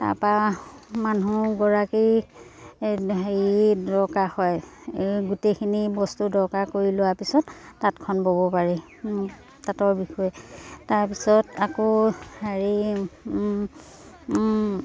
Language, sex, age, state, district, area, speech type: Assamese, female, 30-45, Assam, Dibrugarh, urban, spontaneous